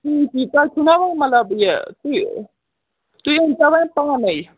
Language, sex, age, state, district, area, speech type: Kashmiri, female, 18-30, Jammu and Kashmir, Srinagar, urban, conversation